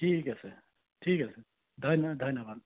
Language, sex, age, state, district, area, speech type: Assamese, male, 30-45, Assam, Sonitpur, rural, conversation